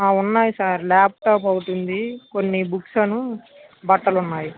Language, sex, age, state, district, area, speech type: Telugu, male, 18-30, Andhra Pradesh, Guntur, urban, conversation